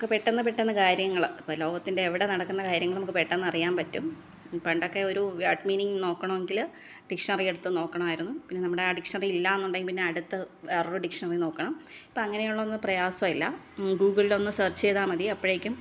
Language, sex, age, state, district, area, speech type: Malayalam, female, 30-45, Kerala, Thiruvananthapuram, rural, spontaneous